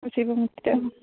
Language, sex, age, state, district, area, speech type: Odia, female, 30-45, Odisha, Mayurbhanj, rural, conversation